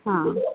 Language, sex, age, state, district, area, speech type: Urdu, female, 30-45, Delhi, North East Delhi, urban, conversation